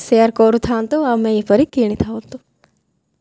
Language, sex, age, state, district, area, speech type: Odia, female, 18-30, Odisha, Rayagada, rural, spontaneous